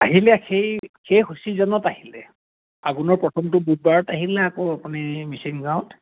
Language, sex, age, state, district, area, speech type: Assamese, male, 60+, Assam, Lakhimpur, rural, conversation